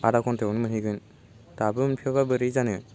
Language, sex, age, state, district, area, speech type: Bodo, male, 18-30, Assam, Baksa, rural, spontaneous